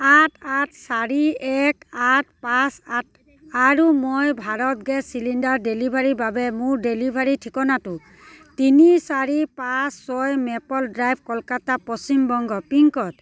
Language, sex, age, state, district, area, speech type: Assamese, female, 45-60, Assam, Dibrugarh, urban, read